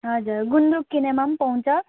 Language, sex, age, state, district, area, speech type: Nepali, female, 18-30, West Bengal, Kalimpong, rural, conversation